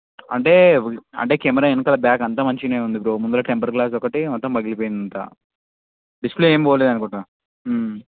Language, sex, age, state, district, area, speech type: Telugu, male, 18-30, Telangana, Sangareddy, urban, conversation